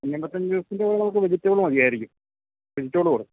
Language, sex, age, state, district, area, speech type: Malayalam, male, 60+, Kerala, Idukki, rural, conversation